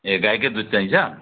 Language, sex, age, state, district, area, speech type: Nepali, male, 60+, West Bengal, Jalpaiguri, rural, conversation